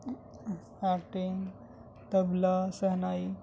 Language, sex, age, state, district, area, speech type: Urdu, male, 30-45, Delhi, Central Delhi, urban, spontaneous